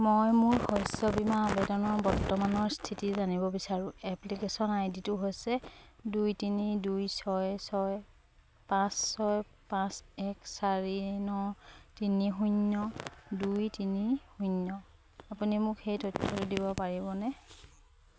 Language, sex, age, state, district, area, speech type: Assamese, female, 30-45, Assam, Sivasagar, rural, read